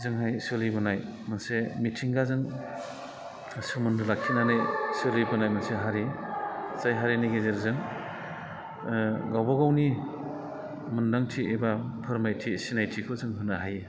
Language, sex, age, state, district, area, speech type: Bodo, male, 45-60, Assam, Chirang, rural, spontaneous